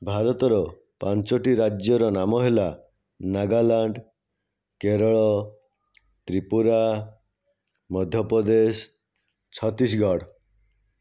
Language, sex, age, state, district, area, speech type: Odia, male, 45-60, Odisha, Jajpur, rural, spontaneous